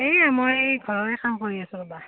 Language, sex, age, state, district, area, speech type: Assamese, female, 30-45, Assam, Udalguri, rural, conversation